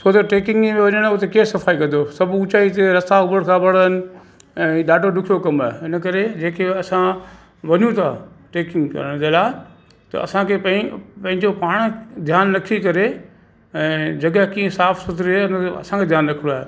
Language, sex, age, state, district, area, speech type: Sindhi, male, 60+, Gujarat, Kutch, rural, spontaneous